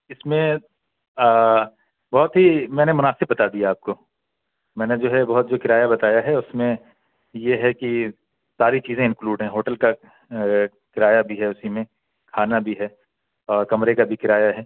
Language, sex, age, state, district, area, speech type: Urdu, male, 30-45, Bihar, Purnia, rural, conversation